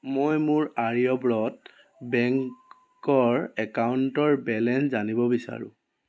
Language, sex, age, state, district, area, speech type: Assamese, male, 18-30, Assam, Charaideo, urban, read